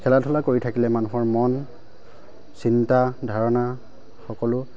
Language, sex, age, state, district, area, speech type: Assamese, male, 18-30, Assam, Lakhimpur, urban, spontaneous